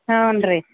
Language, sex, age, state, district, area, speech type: Kannada, female, 45-60, Karnataka, Dharwad, rural, conversation